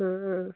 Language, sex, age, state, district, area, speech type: Malayalam, female, 45-60, Kerala, Kozhikode, urban, conversation